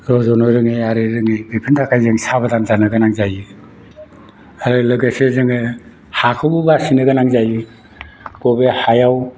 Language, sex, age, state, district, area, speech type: Bodo, male, 60+, Assam, Udalguri, rural, spontaneous